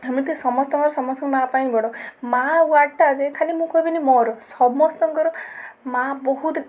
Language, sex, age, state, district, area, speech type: Odia, female, 18-30, Odisha, Balasore, rural, spontaneous